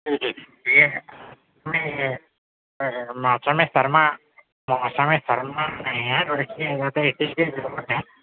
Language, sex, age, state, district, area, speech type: Urdu, male, 18-30, Delhi, Central Delhi, urban, conversation